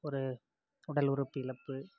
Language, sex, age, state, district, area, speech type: Tamil, male, 30-45, Tamil Nadu, Namakkal, rural, spontaneous